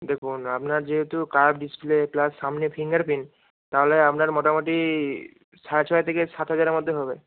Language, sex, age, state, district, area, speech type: Bengali, male, 18-30, West Bengal, Bankura, urban, conversation